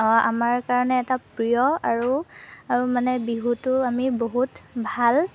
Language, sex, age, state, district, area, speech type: Assamese, female, 18-30, Assam, Golaghat, urban, spontaneous